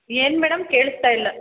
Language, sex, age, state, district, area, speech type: Kannada, female, 30-45, Karnataka, Hassan, urban, conversation